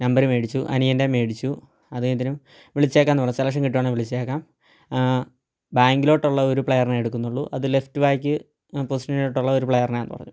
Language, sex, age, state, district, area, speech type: Malayalam, male, 18-30, Kerala, Kottayam, rural, spontaneous